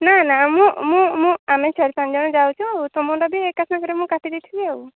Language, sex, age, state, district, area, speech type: Odia, female, 45-60, Odisha, Angul, rural, conversation